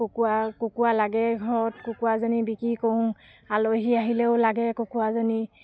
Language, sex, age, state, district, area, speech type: Assamese, female, 60+, Assam, Dibrugarh, rural, spontaneous